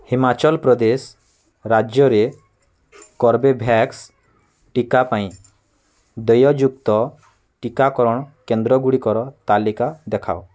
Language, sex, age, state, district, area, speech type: Odia, male, 18-30, Odisha, Bargarh, rural, read